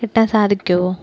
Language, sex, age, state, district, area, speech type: Malayalam, female, 18-30, Kerala, Kozhikode, rural, spontaneous